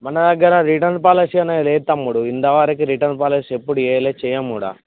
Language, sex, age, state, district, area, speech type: Telugu, male, 18-30, Telangana, Mancherial, rural, conversation